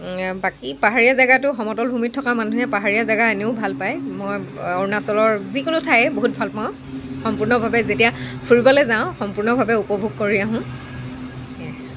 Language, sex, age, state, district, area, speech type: Assamese, female, 60+, Assam, Dhemaji, rural, spontaneous